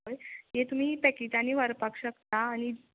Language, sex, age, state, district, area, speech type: Goan Konkani, female, 18-30, Goa, Quepem, rural, conversation